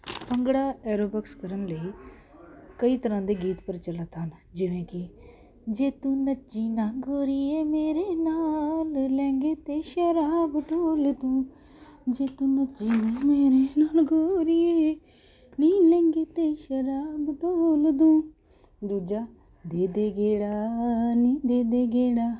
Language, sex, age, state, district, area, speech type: Punjabi, female, 45-60, Punjab, Ludhiana, urban, spontaneous